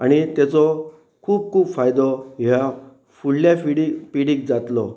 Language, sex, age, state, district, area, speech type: Goan Konkani, male, 45-60, Goa, Pernem, rural, spontaneous